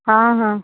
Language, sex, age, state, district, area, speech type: Odia, female, 60+, Odisha, Jharsuguda, rural, conversation